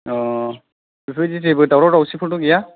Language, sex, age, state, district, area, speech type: Bodo, male, 30-45, Assam, Chirang, rural, conversation